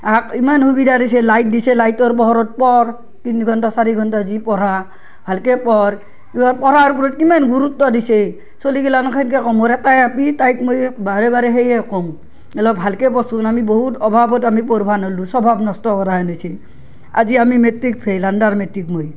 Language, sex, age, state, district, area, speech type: Assamese, female, 30-45, Assam, Barpeta, rural, spontaneous